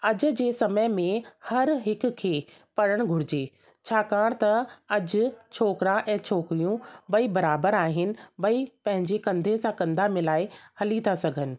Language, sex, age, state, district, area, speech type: Sindhi, female, 30-45, Delhi, South Delhi, urban, spontaneous